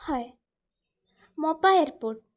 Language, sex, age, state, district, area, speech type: Goan Konkani, female, 18-30, Goa, Ponda, rural, spontaneous